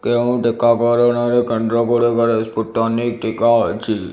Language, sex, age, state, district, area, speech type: Odia, male, 18-30, Odisha, Bhadrak, rural, read